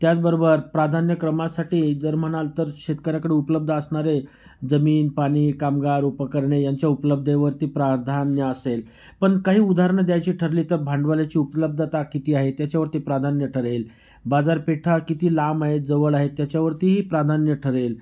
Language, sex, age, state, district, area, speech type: Marathi, male, 45-60, Maharashtra, Nashik, rural, spontaneous